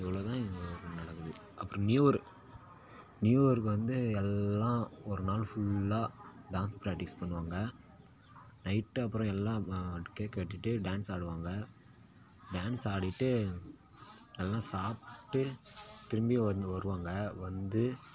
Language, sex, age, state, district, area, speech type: Tamil, male, 18-30, Tamil Nadu, Kallakurichi, urban, spontaneous